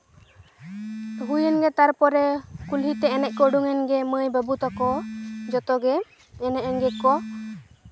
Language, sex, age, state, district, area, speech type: Santali, female, 18-30, West Bengal, Purulia, rural, spontaneous